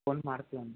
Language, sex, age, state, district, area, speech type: Kannada, male, 18-30, Karnataka, Gadag, urban, conversation